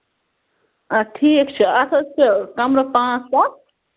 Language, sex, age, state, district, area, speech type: Kashmiri, female, 30-45, Jammu and Kashmir, Bandipora, rural, conversation